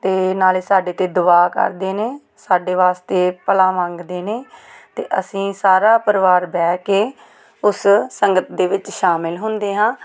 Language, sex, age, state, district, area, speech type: Punjabi, female, 30-45, Punjab, Tarn Taran, rural, spontaneous